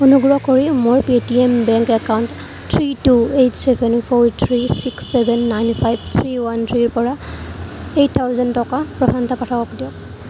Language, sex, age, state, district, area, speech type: Assamese, female, 18-30, Assam, Kamrup Metropolitan, urban, read